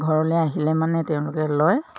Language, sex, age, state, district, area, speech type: Assamese, female, 45-60, Assam, Dhemaji, urban, spontaneous